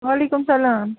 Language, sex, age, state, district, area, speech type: Kashmiri, female, 30-45, Jammu and Kashmir, Budgam, rural, conversation